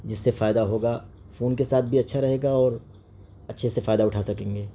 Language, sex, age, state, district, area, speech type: Urdu, male, 18-30, Delhi, East Delhi, urban, spontaneous